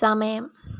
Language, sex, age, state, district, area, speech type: Malayalam, female, 18-30, Kerala, Kollam, rural, read